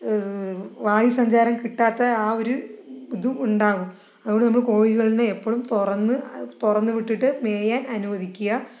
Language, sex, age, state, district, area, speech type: Malayalam, female, 45-60, Kerala, Palakkad, rural, spontaneous